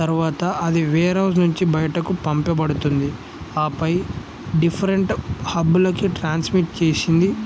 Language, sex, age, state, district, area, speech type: Telugu, male, 18-30, Telangana, Jangaon, rural, spontaneous